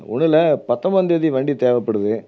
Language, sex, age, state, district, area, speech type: Tamil, male, 45-60, Tamil Nadu, Erode, urban, spontaneous